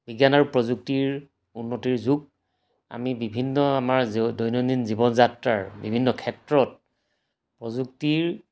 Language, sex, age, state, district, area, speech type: Assamese, male, 60+, Assam, Majuli, urban, spontaneous